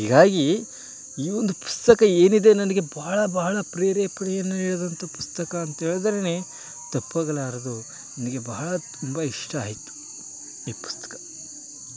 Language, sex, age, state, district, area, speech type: Kannada, male, 18-30, Karnataka, Chamarajanagar, rural, spontaneous